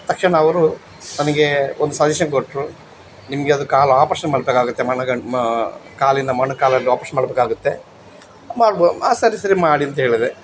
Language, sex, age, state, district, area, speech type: Kannada, male, 45-60, Karnataka, Dakshina Kannada, rural, spontaneous